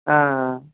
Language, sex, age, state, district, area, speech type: Tamil, male, 18-30, Tamil Nadu, Perambalur, urban, conversation